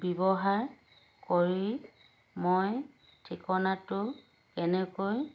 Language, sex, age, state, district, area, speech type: Assamese, female, 45-60, Assam, Dhemaji, urban, read